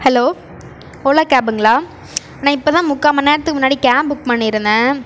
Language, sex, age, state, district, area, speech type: Tamil, female, 18-30, Tamil Nadu, Erode, urban, spontaneous